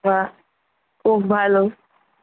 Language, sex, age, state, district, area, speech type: Bengali, female, 18-30, West Bengal, Kolkata, urban, conversation